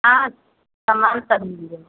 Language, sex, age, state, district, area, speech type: Hindi, female, 30-45, Uttar Pradesh, Pratapgarh, rural, conversation